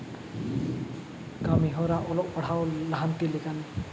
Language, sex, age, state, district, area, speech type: Santali, male, 30-45, Jharkhand, Seraikela Kharsawan, rural, spontaneous